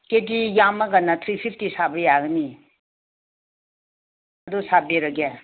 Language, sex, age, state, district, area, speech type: Manipuri, female, 60+, Manipur, Ukhrul, rural, conversation